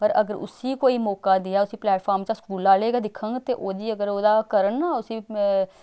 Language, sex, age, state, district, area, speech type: Dogri, female, 30-45, Jammu and Kashmir, Samba, rural, spontaneous